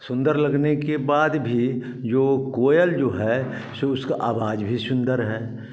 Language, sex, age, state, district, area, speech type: Hindi, male, 60+, Bihar, Samastipur, rural, spontaneous